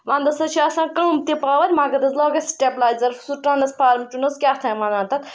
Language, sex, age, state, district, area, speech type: Kashmiri, female, 30-45, Jammu and Kashmir, Ganderbal, rural, spontaneous